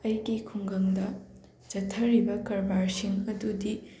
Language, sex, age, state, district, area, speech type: Manipuri, female, 18-30, Manipur, Imphal West, rural, spontaneous